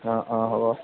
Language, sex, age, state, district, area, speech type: Assamese, male, 45-60, Assam, Darrang, rural, conversation